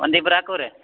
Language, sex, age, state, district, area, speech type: Kannada, male, 45-60, Karnataka, Belgaum, rural, conversation